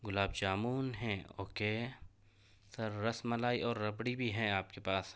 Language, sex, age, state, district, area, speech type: Urdu, male, 45-60, Telangana, Hyderabad, urban, spontaneous